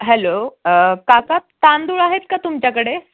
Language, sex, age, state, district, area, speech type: Marathi, female, 18-30, Maharashtra, Osmanabad, rural, conversation